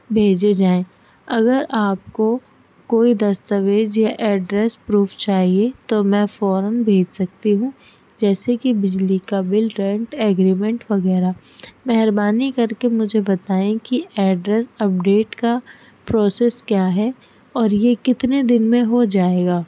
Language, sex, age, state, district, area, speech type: Urdu, female, 30-45, Delhi, North East Delhi, urban, spontaneous